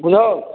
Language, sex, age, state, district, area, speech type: Maithili, male, 45-60, Bihar, Madhubani, rural, conversation